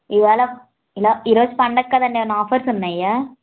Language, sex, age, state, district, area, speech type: Telugu, female, 18-30, Andhra Pradesh, N T Rama Rao, urban, conversation